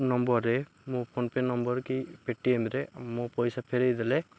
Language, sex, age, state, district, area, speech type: Odia, male, 18-30, Odisha, Jagatsinghpur, urban, spontaneous